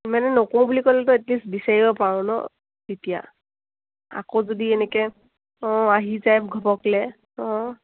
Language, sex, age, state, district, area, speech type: Assamese, female, 18-30, Assam, Dibrugarh, rural, conversation